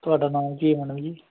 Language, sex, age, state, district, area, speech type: Punjabi, male, 45-60, Punjab, Muktsar, urban, conversation